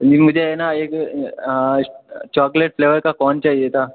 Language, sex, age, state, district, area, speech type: Hindi, male, 18-30, Rajasthan, Jodhpur, urban, conversation